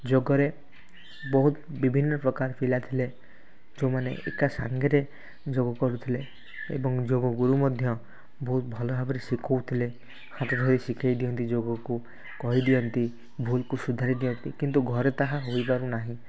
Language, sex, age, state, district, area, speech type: Odia, male, 18-30, Odisha, Kendrapara, urban, spontaneous